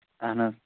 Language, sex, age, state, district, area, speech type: Kashmiri, male, 30-45, Jammu and Kashmir, Anantnag, rural, conversation